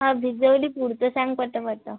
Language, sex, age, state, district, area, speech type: Marathi, female, 18-30, Maharashtra, Amravati, rural, conversation